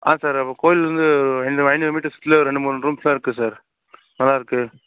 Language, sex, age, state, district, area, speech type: Tamil, male, 45-60, Tamil Nadu, Sivaganga, urban, conversation